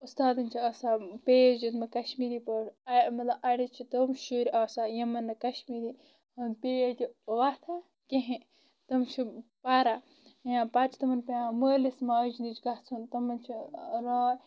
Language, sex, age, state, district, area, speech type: Kashmiri, female, 30-45, Jammu and Kashmir, Bandipora, rural, spontaneous